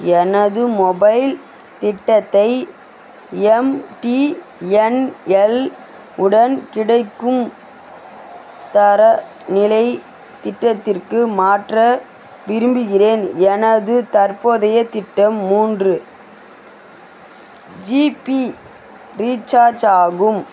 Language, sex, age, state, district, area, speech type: Tamil, female, 30-45, Tamil Nadu, Vellore, urban, read